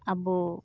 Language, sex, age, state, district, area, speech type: Santali, female, 30-45, West Bengal, Uttar Dinajpur, rural, spontaneous